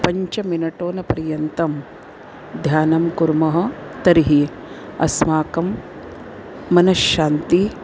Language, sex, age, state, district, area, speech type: Sanskrit, female, 45-60, Maharashtra, Nagpur, urban, spontaneous